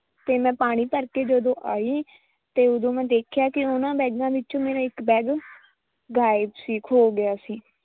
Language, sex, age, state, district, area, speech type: Punjabi, female, 18-30, Punjab, Mohali, rural, conversation